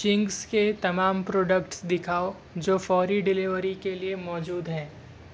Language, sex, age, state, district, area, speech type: Urdu, male, 60+, Maharashtra, Nashik, urban, read